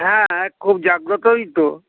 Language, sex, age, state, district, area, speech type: Bengali, male, 60+, West Bengal, Dakshin Dinajpur, rural, conversation